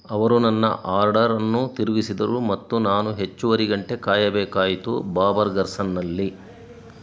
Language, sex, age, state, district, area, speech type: Kannada, male, 60+, Karnataka, Chitradurga, rural, read